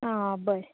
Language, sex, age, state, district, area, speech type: Goan Konkani, female, 18-30, Goa, Tiswadi, rural, conversation